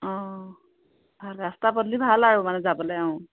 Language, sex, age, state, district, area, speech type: Assamese, female, 30-45, Assam, Lakhimpur, rural, conversation